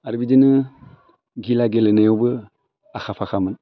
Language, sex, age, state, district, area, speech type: Bodo, male, 60+, Assam, Udalguri, urban, spontaneous